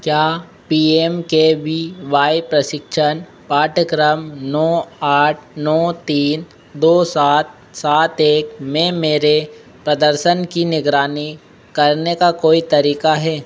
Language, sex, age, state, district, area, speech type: Hindi, male, 30-45, Madhya Pradesh, Harda, urban, read